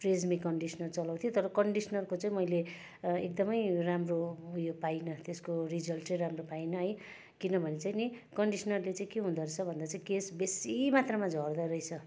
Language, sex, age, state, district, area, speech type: Nepali, female, 60+, West Bengal, Darjeeling, rural, spontaneous